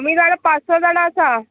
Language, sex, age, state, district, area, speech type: Goan Konkani, female, 30-45, Goa, Tiswadi, rural, conversation